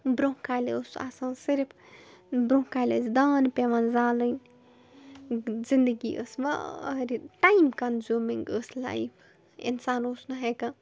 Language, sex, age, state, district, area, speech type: Kashmiri, female, 30-45, Jammu and Kashmir, Bandipora, rural, spontaneous